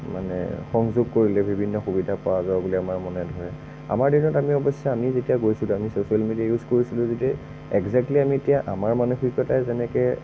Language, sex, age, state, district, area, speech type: Assamese, male, 45-60, Assam, Nagaon, rural, spontaneous